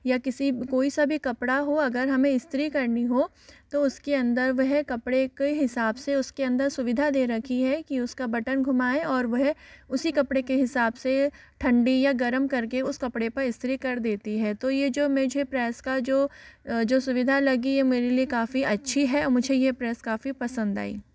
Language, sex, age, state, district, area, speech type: Hindi, female, 30-45, Rajasthan, Jaipur, urban, spontaneous